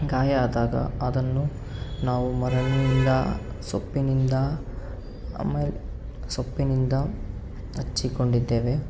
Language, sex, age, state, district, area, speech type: Kannada, male, 18-30, Karnataka, Davanagere, rural, spontaneous